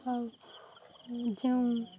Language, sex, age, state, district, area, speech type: Odia, female, 18-30, Odisha, Nuapada, urban, spontaneous